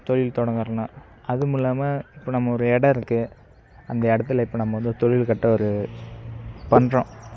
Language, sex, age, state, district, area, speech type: Tamil, male, 18-30, Tamil Nadu, Kallakurichi, rural, spontaneous